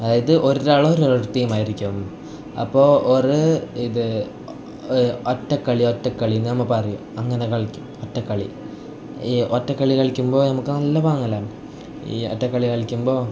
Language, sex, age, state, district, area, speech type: Malayalam, male, 18-30, Kerala, Kasaragod, urban, spontaneous